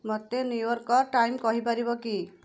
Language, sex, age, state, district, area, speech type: Odia, female, 45-60, Odisha, Kendujhar, urban, read